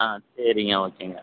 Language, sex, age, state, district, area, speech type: Tamil, male, 30-45, Tamil Nadu, Coimbatore, rural, conversation